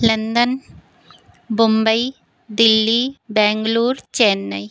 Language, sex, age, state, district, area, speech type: Hindi, female, 18-30, Madhya Pradesh, Narsinghpur, urban, spontaneous